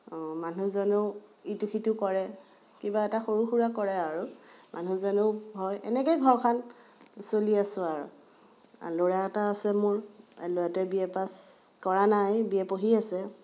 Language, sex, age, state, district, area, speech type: Assamese, female, 30-45, Assam, Biswanath, rural, spontaneous